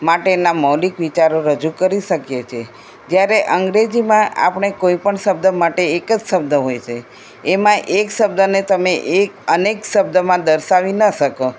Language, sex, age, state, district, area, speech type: Gujarati, female, 60+, Gujarat, Kheda, rural, spontaneous